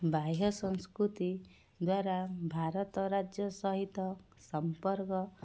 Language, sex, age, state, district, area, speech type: Odia, female, 30-45, Odisha, Cuttack, urban, spontaneous